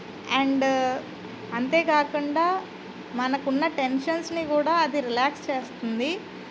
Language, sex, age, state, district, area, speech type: Telugu, female, 45-60, Andhra Pradesh, Eluru, urban, spontaneous